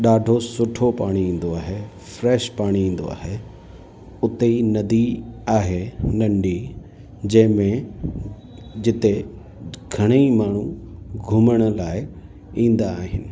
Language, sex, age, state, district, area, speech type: Sindhi, male, 30-45, Gujarat, Kutch, rural, spontaneous